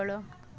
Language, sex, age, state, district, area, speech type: Odia, female, 18-30, Odisha, Bargarh, rural, read